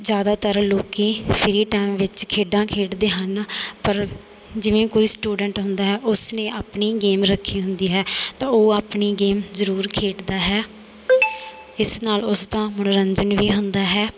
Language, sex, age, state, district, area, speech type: Punjabi, female, 18-30, Punjab, Bathinda, rural, spontaneous